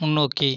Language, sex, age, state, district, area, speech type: Tamil, male, 30-45, Tamil Nadu, Viluppuram, rural, read